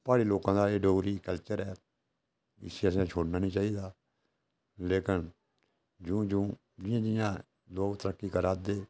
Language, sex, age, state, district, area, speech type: Dogri, male, 60+, Jammu and Kashmir, Udhampur, rural, spontaneous